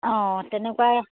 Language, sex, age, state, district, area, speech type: Assamese, female, 30-45, Assam, Dibrugarh, urban, conversation